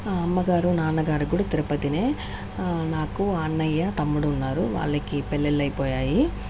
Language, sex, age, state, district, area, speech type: Telugu, female, 30-45, Andhra Pradesh, Chittoor, rural, spontaneous